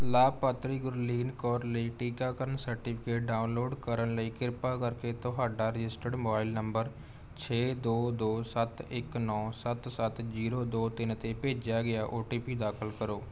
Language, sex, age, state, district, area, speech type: Punjabi, male, 18-30, Punjab, Rupnagar, urban, read